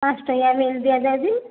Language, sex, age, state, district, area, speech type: Odia, female, 45-60, Odisha, Angul, rural, conversation